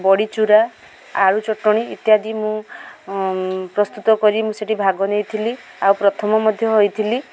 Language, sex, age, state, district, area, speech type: Odia, female, 45-60, Odisha, Mayurbhanj, rural, spontaneous